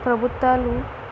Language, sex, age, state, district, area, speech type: Telugu, female, 18-30, Andhra Pradesh, Visakhapatnam, rural, spontaneous